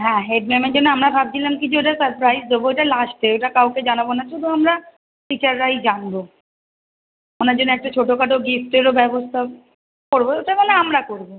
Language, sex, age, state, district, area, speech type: Bengali, female, 30-45, West Bengal, Kolkata, urban, conversation